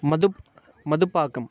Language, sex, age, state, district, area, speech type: Telugu, male, 18-30, Andhra Pradesh, Bapatla, urban, spontaneous